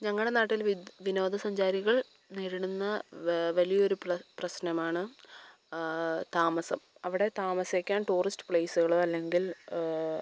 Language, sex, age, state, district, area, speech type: Malayalam, female, 18-30, Kerala, Idukki, rural, spontaneous